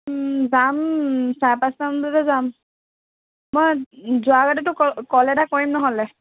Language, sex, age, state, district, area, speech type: Assamese, female, 18-30, Assam, Sivasagar, urban, conversation